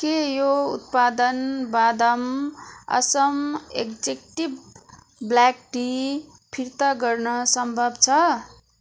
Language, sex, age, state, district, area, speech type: Nepali, female, 30-45, West Bengal, Darjeeling, rural, read